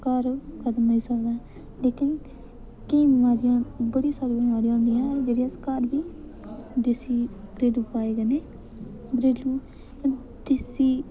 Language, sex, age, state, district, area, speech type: Dogri, female, 18-30, Jammu and Kashmir, Reasi, rural, spontaneous